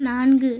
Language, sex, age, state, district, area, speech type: Tamil, female, 18-30, Tamil Nadu, Tiruchirappalli, urban, read